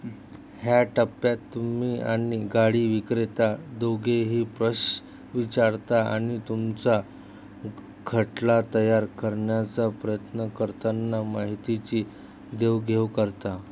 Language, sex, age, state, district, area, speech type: Marathi, male, 30-45, Maharashtra, Akola, rural, read